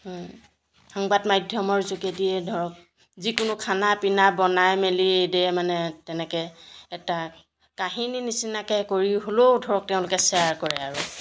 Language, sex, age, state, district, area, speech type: Assamese, female, 45-60, Assam, Jorhat, urban, spontaneous